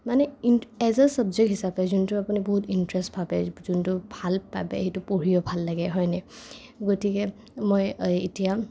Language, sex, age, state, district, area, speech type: Assamese, female, 18-30, Assam, Kamrup Metropolitan, urban, spontaneous